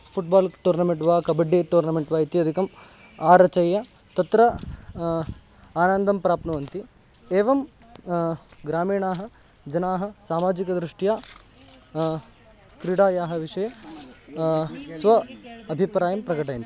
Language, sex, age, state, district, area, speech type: Sanskrit, male, 18-30, Karnataka, Haveri, urban, spontaneous